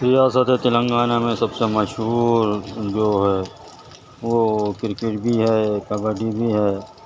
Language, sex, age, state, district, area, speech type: Urdu, male, 30-45, Telangana, Hyderabad, urban, spontaneous